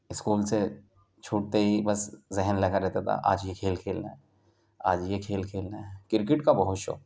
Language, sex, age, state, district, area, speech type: Urdu, male, 18-30, Delhi, Central Delhi, urban, spontaneous